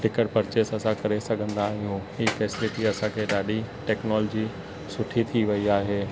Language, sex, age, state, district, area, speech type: Sindhi, male, 30-45, Gujarat, Surat, urban, spontaneous